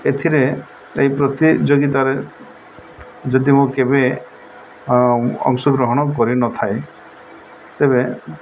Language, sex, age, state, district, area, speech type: Odia, male, 45-60, Odisha, Nabarangpur, urban, spontaneous